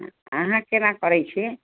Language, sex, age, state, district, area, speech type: Maithili, female, 60+, Bihar, Sitamarhi, rural, conversation